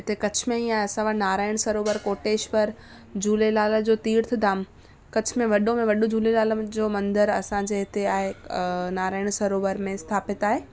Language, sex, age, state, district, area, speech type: Sindhi, female, 18-30, Gujarat, Kutch, rural, spontaneous